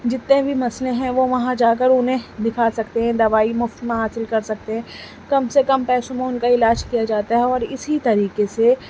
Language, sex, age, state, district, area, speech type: Urdu, female, 18-30, Delhi, Central Delhi, urban, spontaneous